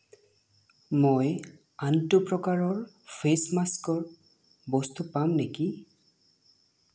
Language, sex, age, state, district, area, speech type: Assamese, male, 18-30, Assam, Nagaon, rural, read